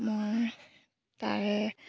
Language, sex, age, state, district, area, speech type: Assamese, female, 18-30, Assam, Lakhimpur, rural, spontaneous